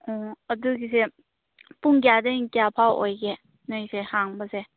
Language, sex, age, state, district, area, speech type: Manipuri, female, 30-45, Manipur, Chandel, rural, conversation